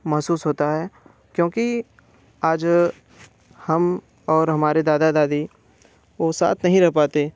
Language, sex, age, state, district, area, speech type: Hindi, male, 18-30, Uttar Pradesh, Bhadohi, urban, spontaneous